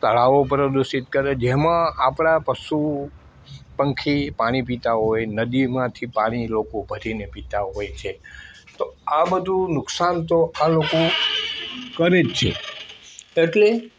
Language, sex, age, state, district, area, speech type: Gujarati, male, 60+, Gujarat, Morbi, rural, spontaneous